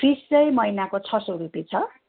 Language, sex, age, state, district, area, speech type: Nepali, female, 45-60, West Bengal, Darjeeling, rural, conversation